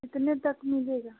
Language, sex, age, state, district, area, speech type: Hindi, female, 18-30, Uttar Pradesh, Jaunpur, rural, conversation